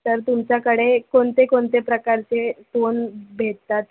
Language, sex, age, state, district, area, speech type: Marathi, female, 18-30, Maharashtra, Thane, urban, conversation